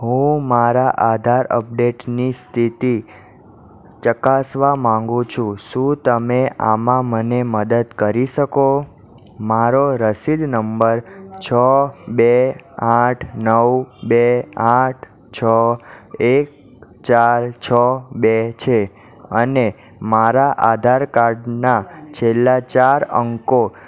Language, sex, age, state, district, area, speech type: Gujarati, male, 18-30, Gujarat, Ahmedabad, urban, read